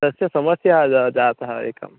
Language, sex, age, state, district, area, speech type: Sanskrit, male, 18-30, Uttar Pradesh, Pratapgarh, rural, conversation